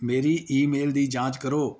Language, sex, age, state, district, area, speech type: Punjabi, male, 60+, Punjab, Pathankot, rural, read